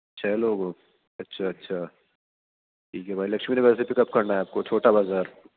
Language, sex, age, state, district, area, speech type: Urdu, male, 18-30, Delhi, East Delhi, urban, conversation